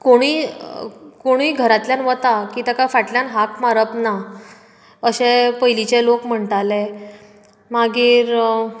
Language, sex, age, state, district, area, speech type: Goan Konkani, female, 30-45, Goa, Bardez, urban, spontaneous